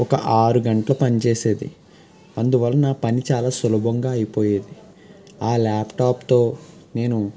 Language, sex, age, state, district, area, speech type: Telugu, male, 18-30, Andhra Pradesh, Guntur, urban, spontaneous